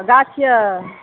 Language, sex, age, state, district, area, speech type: Maithili, female, 60+, Bihar, Supaul, rural, conversation